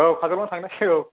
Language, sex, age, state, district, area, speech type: Bodo, male, 18-30, Assam, Chirang, rural, conversation